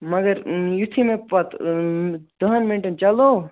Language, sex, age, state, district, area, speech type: Kashmiri, male, 18-30, Jammu and Kashmir, Baramulla, rural, conversation